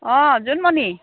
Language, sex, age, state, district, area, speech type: Assamese, female, 45-60, Assam, Lakhimpur, rural, conversation